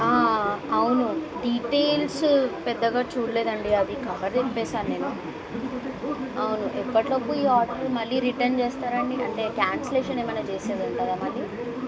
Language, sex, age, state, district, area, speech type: Telugu, female, 18-30, Telangana, Karimnagar, urban, spontaneous